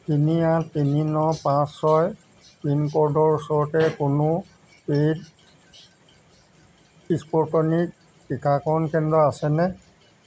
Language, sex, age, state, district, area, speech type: Assamese, male, 45-60, Assam, Jorhat, urban, read